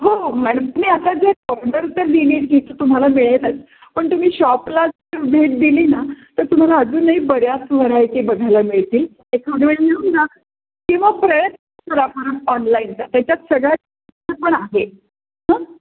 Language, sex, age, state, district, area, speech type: Marathi, female, 60+, Maharashtra, Pune, urban, conversation